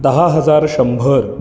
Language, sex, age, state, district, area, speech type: Marathi, male, 30-45, Maharashtra, Ratnagiri, urban, spontaneous